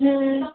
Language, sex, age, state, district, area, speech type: Gujarati, female, 30-45, Gujarat, Rajkot, urban, conversation